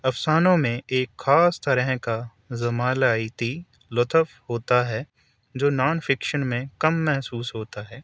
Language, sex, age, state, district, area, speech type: Urdu, male, 30-45, Delhi, New Delhi, urban, spontaneous